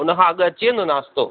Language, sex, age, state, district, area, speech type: Sindhi, male, 30-45, Maharashtra, Thane, urban, conversation